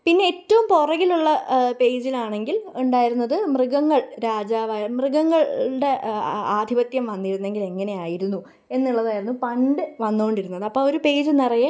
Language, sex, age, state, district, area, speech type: Malayalam, female, 18-30, Kerala, Pathanamthitta, rural, spontaneous